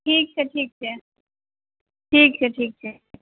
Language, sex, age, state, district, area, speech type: Maithili, female, 18-30, Bihar, Madhubani, urban, conversation